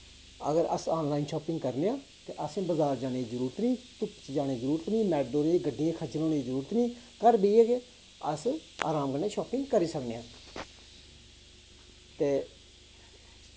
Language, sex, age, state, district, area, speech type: Dogri, male, 30-45, Jammu and Kashmir, Kathua, rural, spontaneous